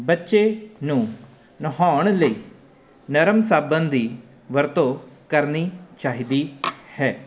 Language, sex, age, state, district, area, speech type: Punjabi, male, 30-45, Punjab, Jalandhar, urban, spontaneous